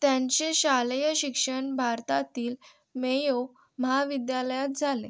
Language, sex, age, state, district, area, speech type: Marathi, female, 18-30, Maharashtra, Yavatmal, urban, read